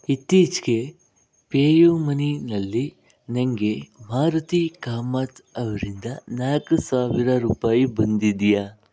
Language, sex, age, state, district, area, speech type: Kannada, male, 60+, Karnataka, Bangalore Rural, urban, read